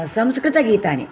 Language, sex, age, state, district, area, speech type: Sanskrit, female, 60+, Karnataka, Uttara Kannada, rural, spontaneous